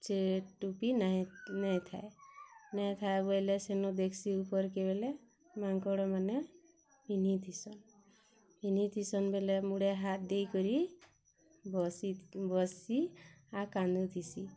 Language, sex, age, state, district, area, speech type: Odia, female, 30-45, Odisha, Bargarh, urban, spontaneous